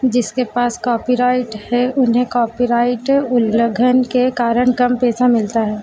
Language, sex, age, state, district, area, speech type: Hindi, female, 18-30, Madhya Pradesh, Harda, urban, read